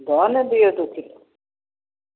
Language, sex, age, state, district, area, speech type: Maithili, female, 60+, Bihar, Samastipur, rural, conversation